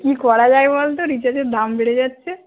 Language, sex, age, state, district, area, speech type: Bengali, female, 18-30, West Bengal, Uttar Dinajpur, urban, conversation